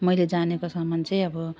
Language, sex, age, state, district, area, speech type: Nepali, female, 18-30, West Bengal, Darjeeling, rural, spontaneous